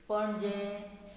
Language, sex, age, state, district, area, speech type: Goan Konkani, female, 45-60, Goa, Murmgao, rural, spontaneous